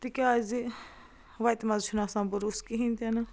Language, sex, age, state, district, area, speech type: Kashmiri, female, 45-60, Jammu and Kashmir, Baramulla, rural, spontaneous